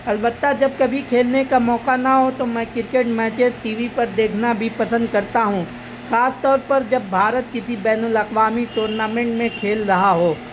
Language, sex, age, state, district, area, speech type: Urdu, male, 18-30, Uttar Pradesh, Azamgarh, rural, spontaneous